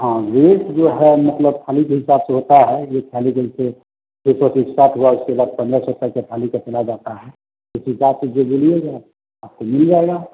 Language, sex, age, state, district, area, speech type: Hindi, male, 45-60, Bihar, Begusarai, rural, conversation